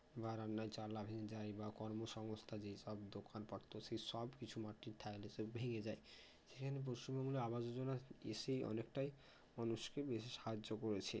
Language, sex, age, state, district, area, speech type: Bengali, male, 18-30, West Bengal, Bankura, urban, spontaneous